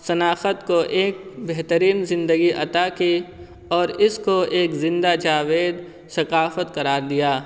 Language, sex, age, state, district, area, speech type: Urdu, male, 18-30, Bihar, Purnia, rural, spontaneous